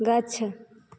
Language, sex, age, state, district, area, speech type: Maithili, female, 30-45, Bihar, Begusarai, rural, read